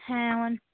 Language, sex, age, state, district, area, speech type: Bengali, female, 45-60, West Bengal, Dakshin Dinajpur, urban, conversation